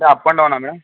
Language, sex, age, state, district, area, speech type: Telugu, male, 18-30, Andhra Pradesh, Anantapur, urban, conversation